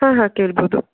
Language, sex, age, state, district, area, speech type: Kannada, female, 18-30, Karnataka, Shimoga, rural, conversation